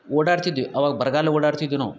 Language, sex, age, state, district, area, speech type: Kannada, male, 45-60, Karnataka, Dharwad, rural, spontaneous